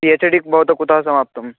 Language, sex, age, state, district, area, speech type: Sanskrit, male, 18-30, Delhi, Central Delhi, urban, conversation